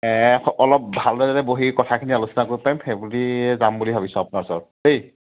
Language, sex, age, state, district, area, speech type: Assamese, male, 30-45, Assam, Charaideo, urban, conversation